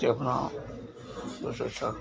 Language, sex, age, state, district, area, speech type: Hindi, male, 45-60, Bihar, Madhepura, rural, spontaneous